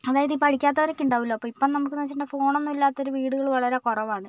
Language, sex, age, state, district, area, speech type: Malayalam, female, 30-45, Kerala, Kozhikode, urban, spontaneous